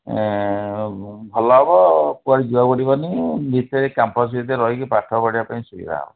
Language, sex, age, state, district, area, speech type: Odia, male, 45-60, Odisha, Dhenkanal, rural, conversation